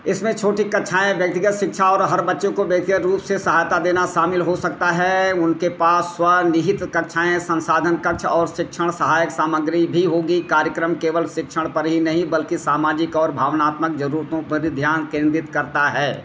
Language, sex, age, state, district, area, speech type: Hindi, male, 60+, Uttar Pradesh, Azamgarh, rural, read